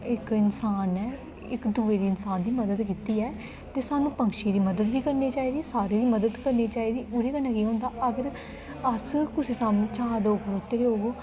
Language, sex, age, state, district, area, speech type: Dogri, female, 18-30, Jammu and Kashmir, Kathua, rural, spontaneous